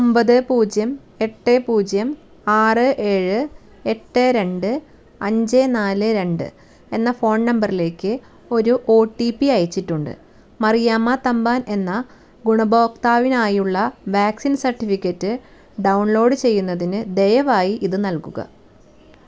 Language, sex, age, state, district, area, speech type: Malayalam, female, 30-45, Kerala, Thrissur, rural, read